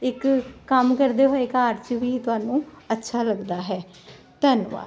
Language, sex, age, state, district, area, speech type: Punjabi, female, 45-60, Punjab, Jalandhar, urban, spontaneous